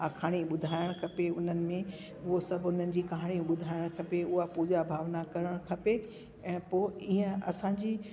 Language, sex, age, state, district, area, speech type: Sindhi, female, 60+, Delhi, South Delhi, urban, spontaneous